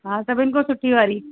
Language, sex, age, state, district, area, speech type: Sindhi, female, 45-60, Delhi, South Delhi, urban, conversation